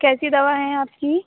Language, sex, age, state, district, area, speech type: Hindi, female, 30-45, Uttar Pradesh, Sitapur, rural, conversation